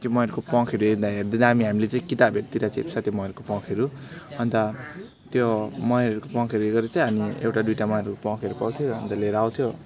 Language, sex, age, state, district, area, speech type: Nepali, male, 18-30, West Bengal, Alipurduar, urban, spontaneous